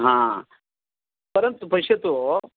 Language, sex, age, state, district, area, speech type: Sanskrit, male, 45-60, Karnataka, Shimoga, rural, conversation